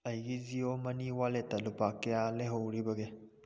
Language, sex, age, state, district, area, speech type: Manipuri, male, 18-30, Manipur, Kakching, rural, read